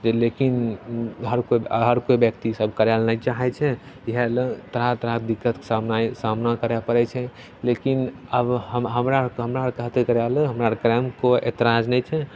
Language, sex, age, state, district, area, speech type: Maithili, male, 18-30, Bihar, Begusarai, rural, spontaneous